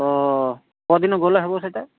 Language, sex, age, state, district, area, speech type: Odia, male, 45-60, Odisha, Sundergarh, rural, conversation